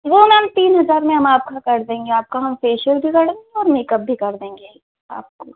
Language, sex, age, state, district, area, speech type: Hindi, female, 18-30, Uttar Pradesh, Ghazipur, urban, conversation